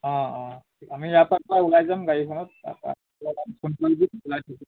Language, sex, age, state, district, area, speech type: Assamese, male, 45-60, Assam, Biswanath, rural, conversation